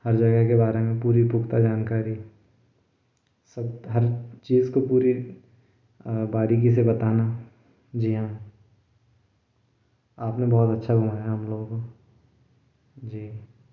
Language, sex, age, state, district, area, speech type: Hindi, male, 18-30, Madhya Pradesh, Bhopal, urban, spontaneous